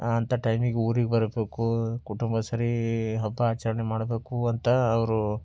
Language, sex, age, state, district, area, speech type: Kannada, male, 18-30, Karnataka, Bidar, urban, spontaneous